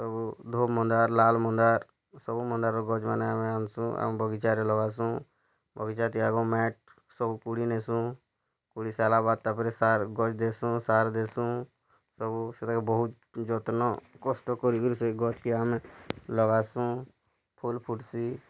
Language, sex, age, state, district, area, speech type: Odia, male, 30-45, Odisha, Bargarh, rural, spontaneous